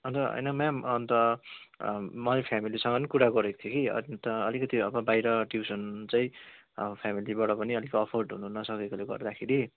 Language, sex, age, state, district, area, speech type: Nepali, male, 18-30, West Bengal, Kalimpong, rural, conversation